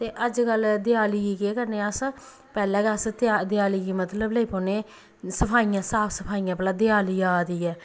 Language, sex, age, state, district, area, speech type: Dogri, female, 30-45, Jammu and Kashmir, Samba, rural, spontaneous